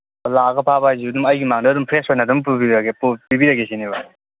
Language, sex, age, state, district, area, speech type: Manipuri, male, 18-30, Manipur, Kangpokpi, urban, conversation